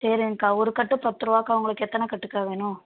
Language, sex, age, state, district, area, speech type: Tamil, female, 18-30, Tamil Nadu, Madurai, rural, conversation